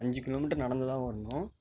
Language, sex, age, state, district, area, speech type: Tamil, male, 18-30, Tamil Nadu, Mayiladuthurai, rural, spontaneous